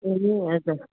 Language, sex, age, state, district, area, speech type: Nepali, female, 30-45, West Bengal, Darjeeling, rural, conversation